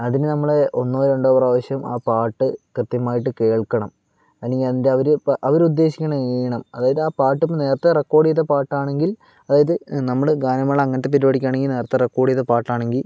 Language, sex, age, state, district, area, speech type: Malayalam, male, 45-60, Kerala, Palakkad, rural, spontaneous